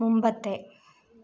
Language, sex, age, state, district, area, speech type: Malayalam, female, 18-30, Kerala, Kottayam, rural, read